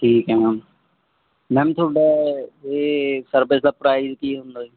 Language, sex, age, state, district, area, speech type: Punjabi, male, 18-30, Punjab, Barnala, rural, conversation